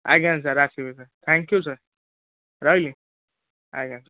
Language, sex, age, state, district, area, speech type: Odia, male, 18-30, Odisha, Cuttack, urban, conversation